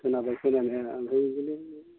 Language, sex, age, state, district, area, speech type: Bodo, male, 45-60, Assam, Kokrajhar, urban, conversation